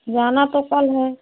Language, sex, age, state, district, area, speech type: Hindi, female, 30-45, Uttar Pradesh, Prayagraj, rural, conversation